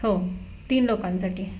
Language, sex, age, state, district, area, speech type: Marathi, female, 30-45, Maharashtra, Satara, rural, spontaneous